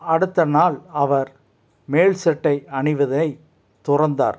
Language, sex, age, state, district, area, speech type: Tamil, male, 45-60, Tamil Nadu, Tiruppur, rural, spontaneous